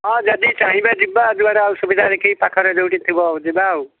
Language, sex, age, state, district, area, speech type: Odia, male, 45-60, Odisha, Angul, rural, conversation